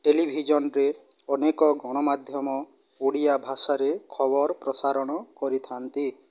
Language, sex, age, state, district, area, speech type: Odia, male, 45-60, Odisha, Boudh, rural, spontaneous